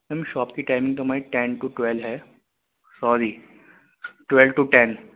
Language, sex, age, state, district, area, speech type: Urdu, male, 18-30, Delhi, Central Delhi, urban, conversation